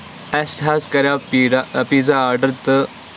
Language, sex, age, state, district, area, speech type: Kashmiri, male, 18-30, Jammu and Kashmir, Shopian, rural, spontaneous